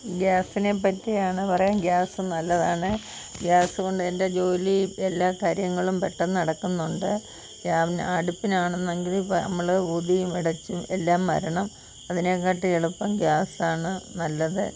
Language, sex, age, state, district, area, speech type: Malayalam, female, 45-60, Kerala, Kollam, rural, spontaneous